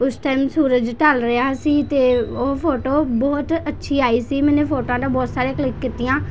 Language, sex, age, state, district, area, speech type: Punjabi, female, 18-30, Punjab, Patiala, urban, spontaneous